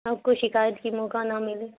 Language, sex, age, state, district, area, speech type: Urdu, female, 18-30, Bihar, Khagaria, urban, conversation